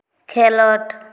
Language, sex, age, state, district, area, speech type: Santali, female, 18-30, West Bengal, Purba Bardhaman, rural, read